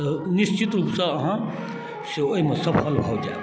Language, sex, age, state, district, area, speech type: Maithili, male, 60+, Bihar, Darbhanga, rural, spontaneous